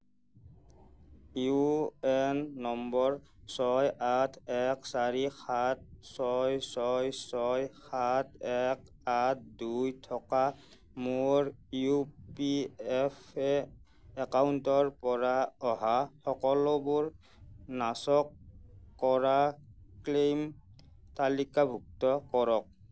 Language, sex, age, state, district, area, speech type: Assamese, male, 30-45, Assam, Nagaon, rural, read